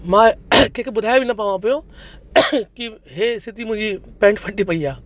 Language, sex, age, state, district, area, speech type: Sindhi, male, 30-45, Uttar Pradesh, Lucknow, rural, spontaneous